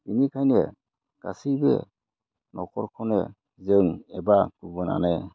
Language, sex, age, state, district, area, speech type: Bodo, male, 45-60, Assam, Udalguri, urban, spontaneous